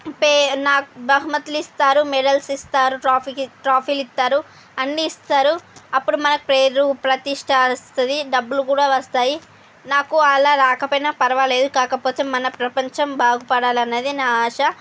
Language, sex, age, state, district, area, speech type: Telugu, female, 45-60, Andhra Pradesh, Srikakulam, urban, spontaneous